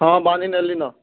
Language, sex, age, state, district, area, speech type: Odia, male, 60+, Odisha, Bargarh, urban, conversation